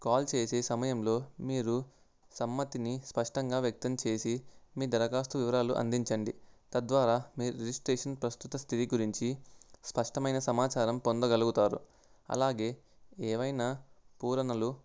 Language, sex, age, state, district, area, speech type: Telugu, male, 18-30, Andhra Pradesh, Nellore, rural, spontaneous